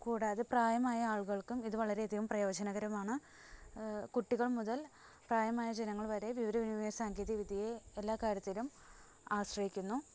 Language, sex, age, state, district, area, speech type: Malayalam, female, 18-30, Kerala, Ernakulam, rural, spontaneous